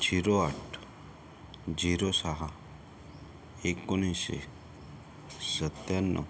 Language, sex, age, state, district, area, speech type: Marathi, male, 18-30, Maharashtra, Yavatmal, rural, spontaneous